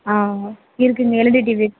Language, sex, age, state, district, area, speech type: Tamil, female, 18-30, Tamil Nadu, Mayiladuthurai, rural, conversation